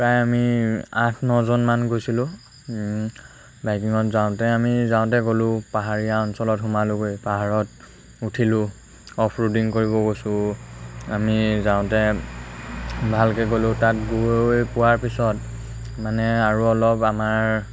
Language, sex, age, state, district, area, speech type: Assamese, male, 18-30, Assam, Lakhimpur, rural, spontaneous